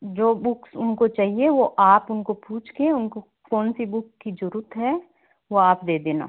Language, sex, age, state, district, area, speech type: Hindi, female, 18-30, Rajasthan, Nagaur, urban, conversation